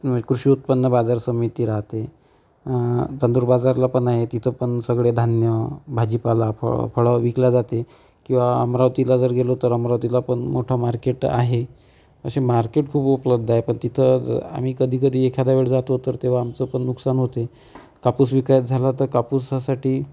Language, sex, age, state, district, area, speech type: Marathi, female, 30-45, Maharashtra, Amravati, rural, spontaneous